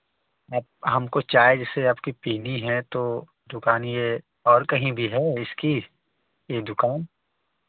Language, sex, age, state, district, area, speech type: Hindi, male, 18-30, Uttar Pradesh, Varanasi, rural, conversation